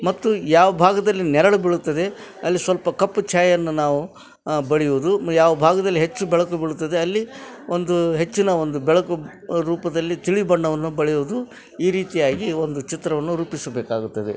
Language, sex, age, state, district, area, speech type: Kannada, male, 60+, Karnataka, Koppal, rural, spontaneous